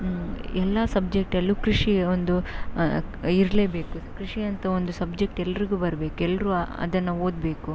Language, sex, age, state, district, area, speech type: Kannada, female, 18-30, Karnataka, Shimoga, rural, spontaneous